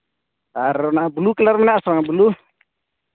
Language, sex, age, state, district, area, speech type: Santali, male, 18-30, Jharkhand, East Singhbhum, rural, conversation